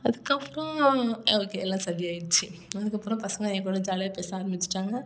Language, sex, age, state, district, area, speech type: Tamil, female, 18-30, Tamil Nadu, Thanjavur, rural, spontaneous